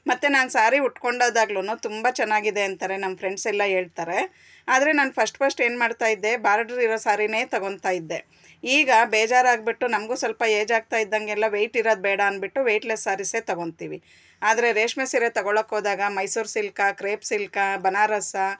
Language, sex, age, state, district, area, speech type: Kannada, female, 45-60, Karnataka, Bangalore Urban, urban, spontaneous